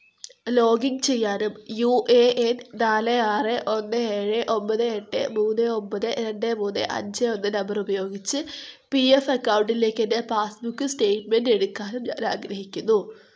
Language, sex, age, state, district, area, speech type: Malayalam, female, 18-30, Kerala, Wayanad, rural, read